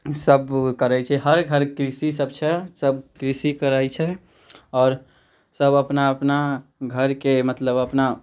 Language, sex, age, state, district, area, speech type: Maithili, male, 18-30, Bihar, Muzaffarpur, rural, spontaneous